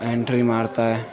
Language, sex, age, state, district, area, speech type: Urdu, male, 18-30, Uttar Pradesh, Gautam Buddha Nagar, rural, spontaneous